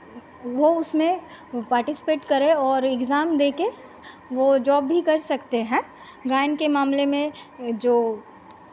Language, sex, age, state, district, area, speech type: Hindi, female, 30-45, Bihar, Begusarai, rural, spontaneous